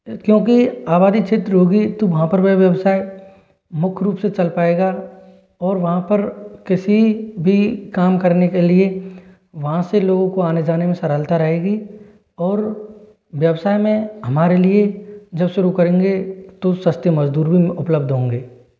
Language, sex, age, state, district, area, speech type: Hindi, male, 45-60, Rajasthan, Jaipur, urban, spontaneous